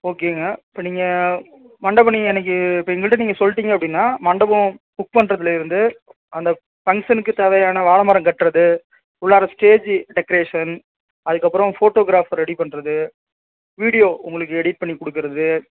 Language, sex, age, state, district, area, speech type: Tamil, male, 30-45, Tamil Nadu, Ariyalur, rural, conversation